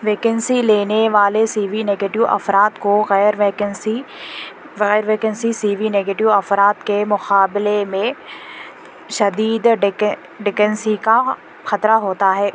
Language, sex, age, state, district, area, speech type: Urdu, female, 18-30, Telangana, Hyderabad, urban, read